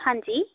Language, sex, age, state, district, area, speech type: Punjabi, female, 18-30, Punjab, Tarn Taran, rural, conversation